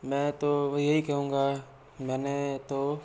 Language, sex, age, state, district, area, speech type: Hindi, male, 60+, Rajasthan, Jodhpur, urban, spontaneous